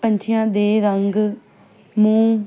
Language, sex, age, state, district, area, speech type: Punjabi, female, 18-30, Punjab, Ludhiana, urban, spontaneous